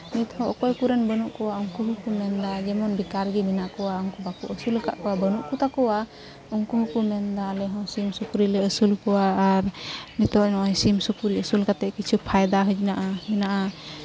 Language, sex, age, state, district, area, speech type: Santali, female, 18-30, West Bengal, Malda, rural, spontaneous